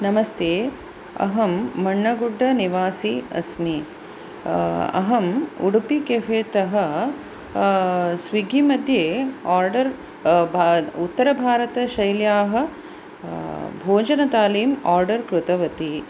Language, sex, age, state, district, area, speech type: Sanskrit, female, 45-60, Maharashtra, Pune, urban, spontaneous